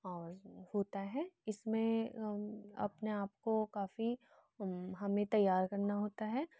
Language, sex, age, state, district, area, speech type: Hindi, female, 18-30, Madhya Pradesh, Betul, rural, spontaneous